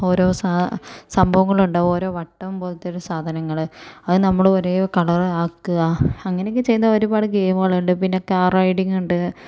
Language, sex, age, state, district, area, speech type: Malayalam, female, 45-60, Kerala, Kozhikode, urban, spontaneous